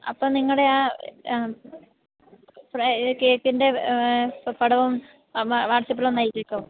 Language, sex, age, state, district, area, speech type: Malayalam, female, 18-30, Kerala, Idukki, rural, conversation